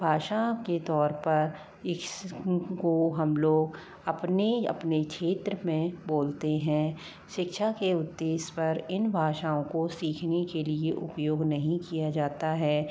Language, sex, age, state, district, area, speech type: Hindi, female, 30-45, Rajasthan, Jaipur, urban, spontaneous